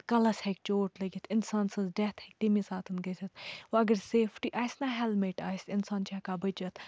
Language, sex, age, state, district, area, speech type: Kashmiri, female, 18-30, Jammu and Kashmir, Baramulla, urban, spontaneous